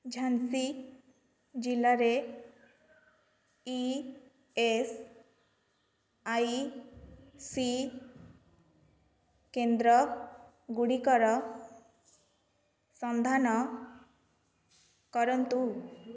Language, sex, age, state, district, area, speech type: Odia, female, 18-30, Odisha, Kendrapara, urban, read